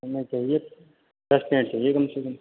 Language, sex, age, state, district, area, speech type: Hindi, male, 30-45, Uttar Pradesh, Lucknow, rural, conversation